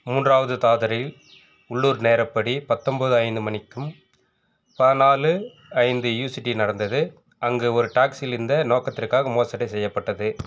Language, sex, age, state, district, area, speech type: Tamil, male, 45-60, Tamil Nadu, Viluppuram, rural, read